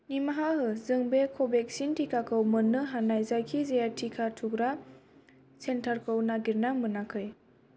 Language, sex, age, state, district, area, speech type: Bodo, female, 18-30, Assam, Kokrajhar, urban, read